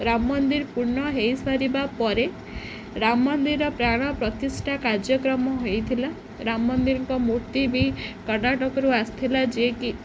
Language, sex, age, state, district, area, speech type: Odia, female, 18-30, Odisha, Jagatsinghpur, rural, spontaneous